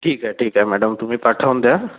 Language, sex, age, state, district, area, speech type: Marathi, male, 45-60, Maharashtra, Nagpur, rural, conversation